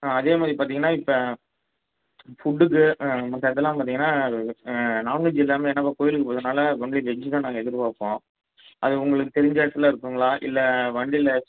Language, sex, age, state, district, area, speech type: Tamil, male, 30-45, Tamil Nadu, Kallakurichi, urban, conversation